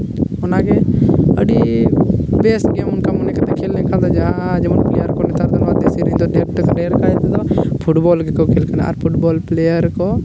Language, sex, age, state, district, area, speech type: Santali, male, 30-45, Jharkhand, East Singhbhum, rural, spontaneous